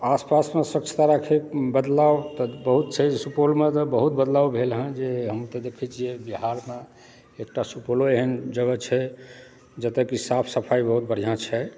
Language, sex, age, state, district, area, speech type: Maithili, male, 45-60, Bihar, Supaul, rural, spontaneous